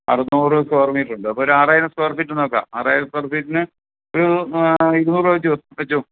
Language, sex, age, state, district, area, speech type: Malayalam, male, 60+, Kerala, Alappuzha, rural, conversation